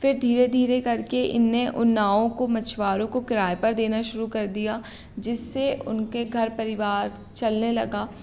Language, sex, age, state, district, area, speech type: Hindi, female, 18-30, Madhya Pradesh, Hoshangabad, rural, spontaneous